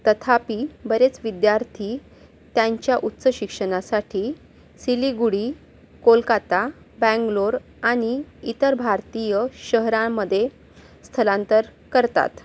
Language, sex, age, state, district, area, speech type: Marathi, female, 18-30, Maharashtra, Akola, urban, read